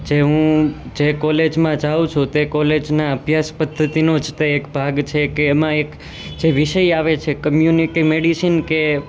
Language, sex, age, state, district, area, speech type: Gujarati, male, 18-30, Gujarat, Surat, urban, spontaneous